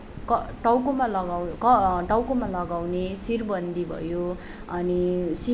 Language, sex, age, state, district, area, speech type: Nepali, female, 18-30, West Bengal, Darjeeling, rural, spontaneous